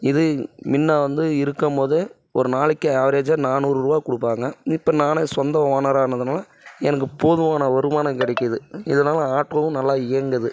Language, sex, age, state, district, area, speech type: Tamil, female, 18-30, Tamil Nadu, Dharmapuri, urban, spontaneous